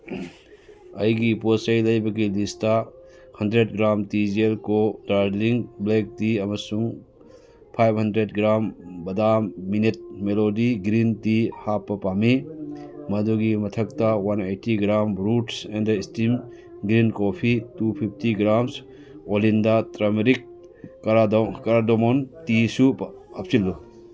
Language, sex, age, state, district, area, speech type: Manipuri, male, 60+, Manipur, Churachandpur, urban, read